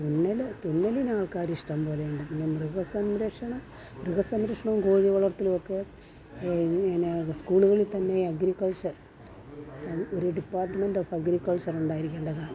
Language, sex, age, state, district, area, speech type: Malayalam, female, 60+, Kerala, Pathanamthitta, rural, spontaneous